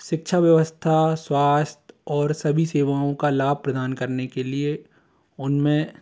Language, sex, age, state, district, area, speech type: Hindi, male, 18-30, Madhya Pradesh, Bhopal, urban, spontaneous